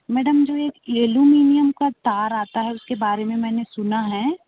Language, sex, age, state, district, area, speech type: Hindi, female, 30-45, Madhya Pradesh, Bhopal, urban, conversation